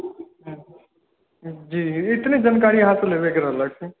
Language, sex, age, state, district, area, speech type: Maithili, male, 18-30, Bihar, Sitamarhi, rural, conversation